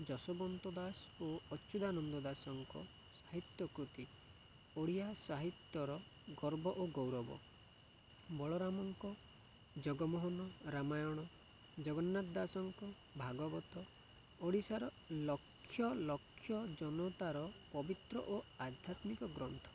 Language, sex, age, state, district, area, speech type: Odia, male, 45-60, Odisha, Malkangiri, urban, spontaneous